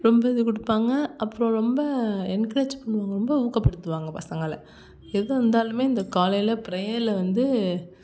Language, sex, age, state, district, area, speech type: Tamil, female, 18-30, Tamil Nadu, Thanjavur, rural, spontaneous